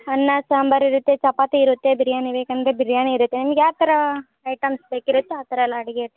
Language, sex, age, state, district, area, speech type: Kannada, female, 18-30, Karnataka, Bellary, rural, conversation